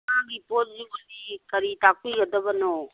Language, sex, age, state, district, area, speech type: Manipuri, female, 60+, Manipur, Kangpokpi, urban, conversation